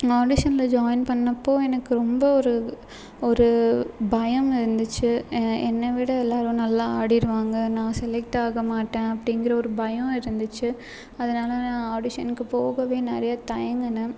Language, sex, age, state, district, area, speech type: Tamil, female, 18-30, Tamil Nadu, Salem, urban, spontaneous